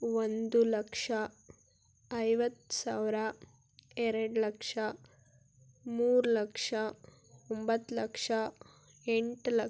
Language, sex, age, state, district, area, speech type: Kannada, female, 18-30, Karnataka, Tumkur, urban, spontaneous